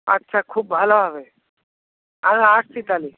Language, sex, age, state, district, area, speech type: Bengali, male, 60+, West Bengal, North 24 Parganas, rural, conversation